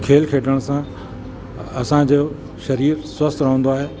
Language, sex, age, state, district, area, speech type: Sindhi, male, 60+, Uttar Pradesh, Lucknow, urban, spontaneous